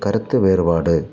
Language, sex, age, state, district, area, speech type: Tamil, male, 60+, Tamil Nadu, Tiruppur, rural, read